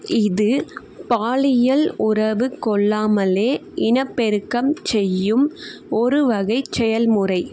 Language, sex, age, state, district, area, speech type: Tamil, female, 18-30, Tamil Nadu, Chengalpattu, urban, read